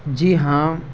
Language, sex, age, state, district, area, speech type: Urdu, male, 18-30, Delhi, South Delhi, rural, spontaneous